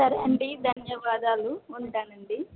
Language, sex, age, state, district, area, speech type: Telugu, female, 30-45, Andhra Pradesh, Eluru, rural, conversation